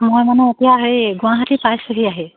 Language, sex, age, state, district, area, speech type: Assamese, female, 45-60, Assam, Sivasagar, rural, conversation